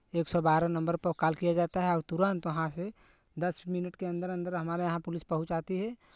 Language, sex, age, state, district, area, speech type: Hindi, male, 18-30, Uttar Pradesh, Chandauli, rural, spontaneous